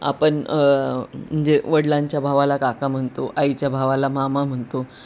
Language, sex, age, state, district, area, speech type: Marathi, female, 30-45, Maharashtra, Nanded, urban, spontaneous